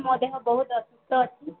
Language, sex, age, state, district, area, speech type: Odia, female, 18-30, Odisha, Subarnapur, urban, conversation